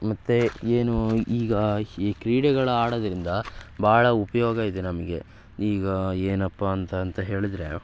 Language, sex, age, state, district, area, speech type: Kannada, male, 18-30, Karnataka, Shimoga, rural, spontaneous